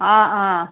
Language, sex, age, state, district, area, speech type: Sanskrit, female, 45-60, Tamil Nadu, Chennai, urban, conversation